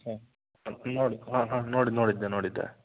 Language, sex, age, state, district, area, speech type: Kannada, male, 18-30, Karnataka, Shimoga, rural, conversation